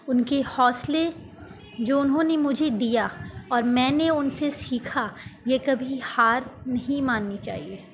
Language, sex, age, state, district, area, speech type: Urdu, female, 18-30, Bihar, Gaya, urban, spontaneous